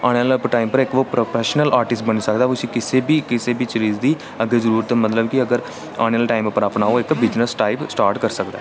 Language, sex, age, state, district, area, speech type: Dogri, male, 18-30, Jammu and Kashmir, Reasi, rural, spontaneous